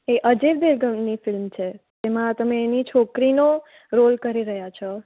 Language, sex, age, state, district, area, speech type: Gujarati, female, 18-30, Gujarat, Surat, urban, conversation